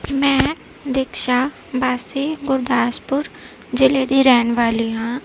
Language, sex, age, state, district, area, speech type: Punjabi, female, 30-45, Punjab, Gurdaspur, rural, spontaneous